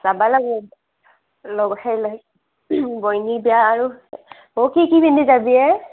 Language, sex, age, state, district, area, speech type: Assamese, female, 18-30, Assam, Barpeta, rural, conversation